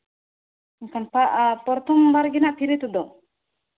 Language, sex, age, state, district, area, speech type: Santali, female, 18-30, Jharkhand, Seraikela Kharsawan, rural, conversation